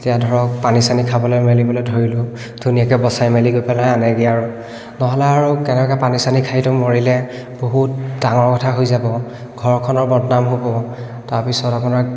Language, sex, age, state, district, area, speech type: Assamese, male, 18-30, Assam, Biswanath, rural, spontaneous